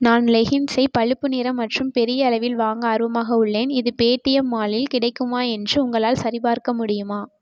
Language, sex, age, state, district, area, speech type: Tamil, female, 18-30, Tamil Nadu, Tiruchirappalli, rural, read